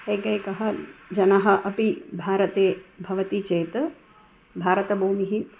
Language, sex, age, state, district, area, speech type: Sanskrit, female, 45-60, Tamil Nadu, Chennai, urban, spontaneous